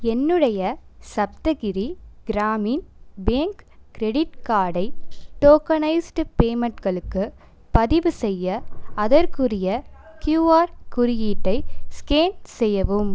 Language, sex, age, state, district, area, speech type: Tamil, female, 18-30, Tamil Nadu, Pudukkottai, rural, read